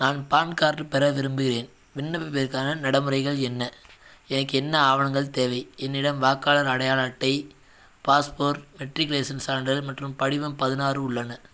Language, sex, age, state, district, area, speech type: Tamil, male, 18-30, Tamil Nadu, Madurai, rural, read